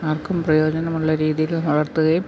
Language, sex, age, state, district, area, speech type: Malayalam, female, 45-60, Kerala, Pathanamthitta, rural, spontaneous